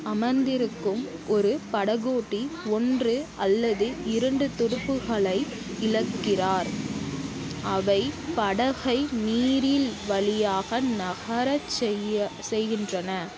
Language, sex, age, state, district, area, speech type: Tamil, female, 45-60, Tamil Nadu, Mayiladuthurai, rural, read